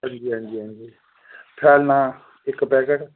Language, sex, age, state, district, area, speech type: Dogri, male, 45-60, Jammu and Kashmir, Samba, rural, conversation